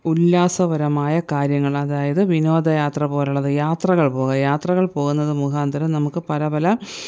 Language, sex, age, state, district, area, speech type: Malayalam, female, 45-60, Kerala, Thiruvananthapuram, urban, spontaneous